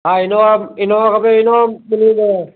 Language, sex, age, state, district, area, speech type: Sindhi, male, 30-45, Gujarat, Kutch, rural, conversation